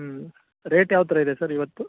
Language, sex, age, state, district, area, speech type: Kannada, male, 30-45, Karnataka, Udupi, urban, conversation